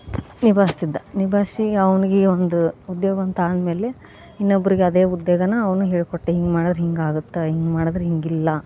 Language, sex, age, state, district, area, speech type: Kannada, female, 18-30, Karnataka, Gadag, rural, spontaneous